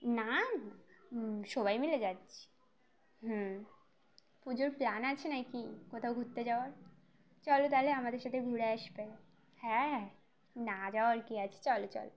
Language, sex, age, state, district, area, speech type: Bengali, female, 18-30, West Bengal, Uttar Dinajpur, urban, spontaneous